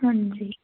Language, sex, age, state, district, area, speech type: Punjabi, female, 18-30, Punjab, Fazilka, rural, conversation